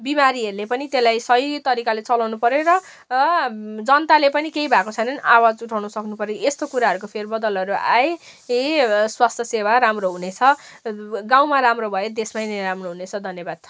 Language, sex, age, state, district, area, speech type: Nepali, female, 18-30, West Bengal, Darjeeling, rural, spontaneous